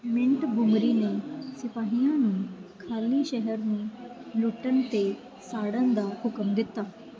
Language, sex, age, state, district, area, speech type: Punjabi, female, 18-30, Punjab, Faridkot, urban, read